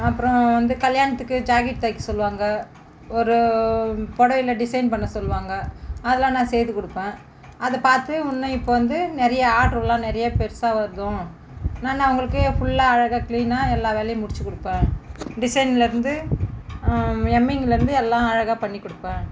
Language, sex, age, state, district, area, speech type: Tamil, female, 60+, Tamil Nadu, Viluppuram, rural, spontaneous